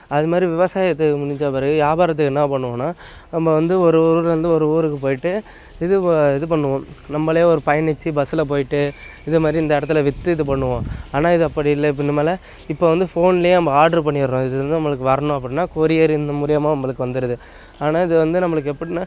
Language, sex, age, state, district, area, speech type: Tamil, male, 18-30, Tamil Nadu, Nagapattinam, urban, spontaneous